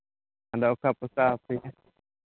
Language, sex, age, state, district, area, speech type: Santali, male, 30-45, Jharkhand, East Singhbhum, rural, conversation